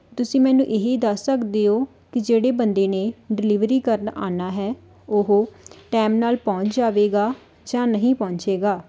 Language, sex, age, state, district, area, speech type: Punjabi, female, 18-30, Punjab, Tarn Taran, rural, spontaneous